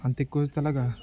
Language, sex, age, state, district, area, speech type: Telugu, male, 18-30, Andhra Pradesh, Anakapalli, rural, spontaneous